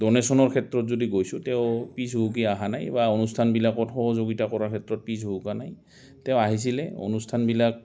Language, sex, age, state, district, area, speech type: Assamese, male, 45-60, Assam, Goalpara, rural, spontaneous